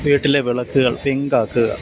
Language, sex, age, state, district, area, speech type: Malayalam, male, 45-60, Kerala, Alappuzha, rural, read